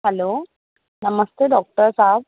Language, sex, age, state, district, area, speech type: Sindhi, female, 18-30, Rajasthan, Ajmer, urban, conversation